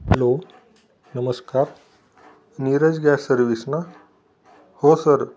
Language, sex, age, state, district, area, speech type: Marathi, male, 30-45, Maharashtra, Osmanabad, rural, spontaneous